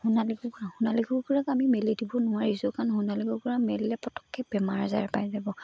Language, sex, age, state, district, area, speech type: Assamese, female, 18-30, Assam, Charaideo, rural, spontaneous